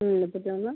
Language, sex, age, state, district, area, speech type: Tamil, female, 45-60, Tamil Nadu, Cuddalore, rural, conversation